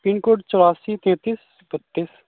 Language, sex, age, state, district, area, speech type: Maithili, male, 18-30, Bihar, Sitamarhi, rural, conversation